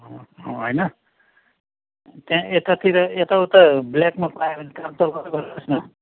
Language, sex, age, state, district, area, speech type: Nepali, male, 60+, West Bengal, Kalimpong, rural, conversation